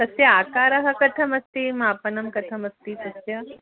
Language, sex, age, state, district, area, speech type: Sanskrit, female, 60+, Maharashtra, Wardha, urban, conversation